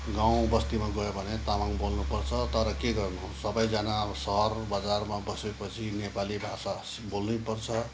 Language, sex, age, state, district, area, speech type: Nepali, male, 60+, West Bengal, Kalimpong, rural, spontaneous